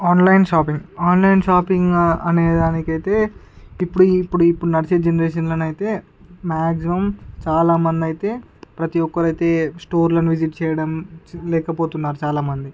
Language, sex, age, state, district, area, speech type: Telugu, male, 18-30, Andhra Pradesh, Srikakulam, urban, spontaneous